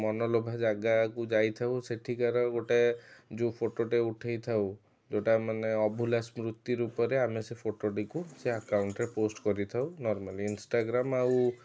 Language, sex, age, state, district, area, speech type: Odia, male, 30-45, Odisha, Cuttack, urban, spontaneous